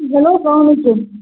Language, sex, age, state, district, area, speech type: Kashmiri, female, 18-30, Jammu and Kashmir, Budgam, rural, conversation